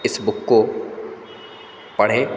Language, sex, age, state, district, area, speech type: Hindi, male, 30-45, Madhya Pradesh, Hoshangabad, rural, spontaneous